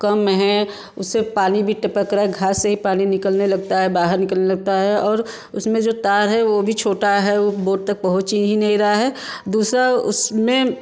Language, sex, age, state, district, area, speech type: Hindi, female, 45-60, Uttar Pradesh, Varanasi, urban, spontaneous